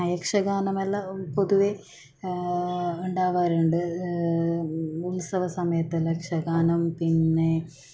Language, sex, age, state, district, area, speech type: Malayalam, female, 18-30, Kerala, Kasaragod, rural, spontaneous